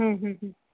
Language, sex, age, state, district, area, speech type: Sindhi, female, 18-30, Uttar Pradesh, Lucknow, urban, conversation